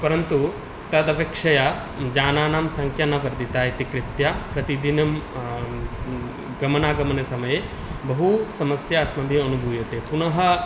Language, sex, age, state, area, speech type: Sanskrit, male, 18-30, Tripura, rural, spontaneous